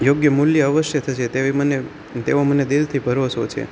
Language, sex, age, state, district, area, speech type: Gujarati, male, 18-30, Gujarat, Rajkot, rural, spontaneous